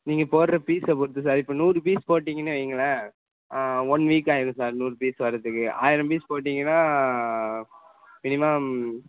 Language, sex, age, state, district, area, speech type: Tamil, male, 18-30, Tamil Nadu, Tirunelveli, rural, conversation